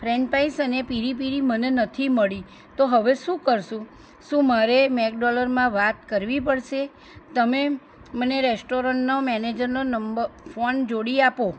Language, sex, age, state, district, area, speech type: Gujarati, female, 45-60, Gujarat, Kheda, rural, spontaneous